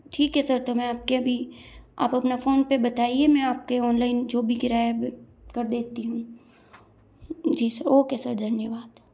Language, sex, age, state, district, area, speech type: Hindi, female, 30-45, Rajasthan, Jodhpur, urban, spontaneous